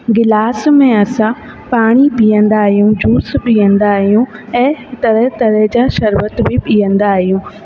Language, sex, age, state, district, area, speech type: Sindhi, female, 18-30, Rajasthan, Ajmer, urban, spontaneous